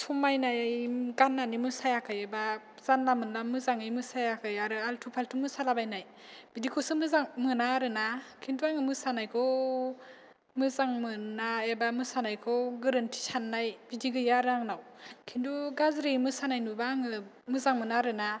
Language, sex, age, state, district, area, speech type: Bodo, female, 18-30, Assam, Kokrajhar, rural, spontaneous